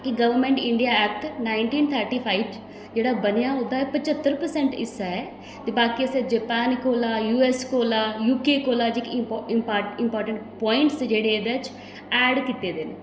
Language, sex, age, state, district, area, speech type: Dogri, female, 30-45, Jammu and Kashmir, Udhampur, rural, spontaneous